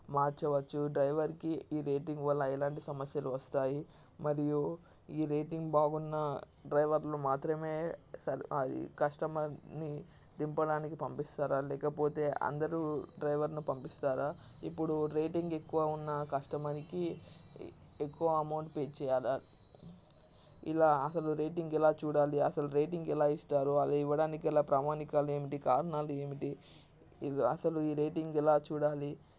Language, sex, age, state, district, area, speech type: Telugu, male, 18-30, Telangana, Mancherial, rural, spontaneous